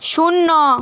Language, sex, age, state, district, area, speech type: Bengali, female, 18-30, West Bengal, Hooghly, urban, read